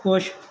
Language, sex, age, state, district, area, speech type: Punjabi, male, 30-45, Punjab, Bathinda, urban, read